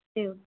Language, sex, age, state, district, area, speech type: Sanskrit, female, 18-30, Kerala, Kasaragod, rural, conversation